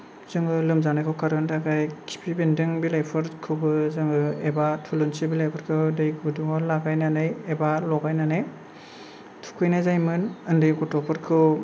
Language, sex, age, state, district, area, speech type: Bodo, male, 18-30, Assam, Kokrajhar, rural, spontaneous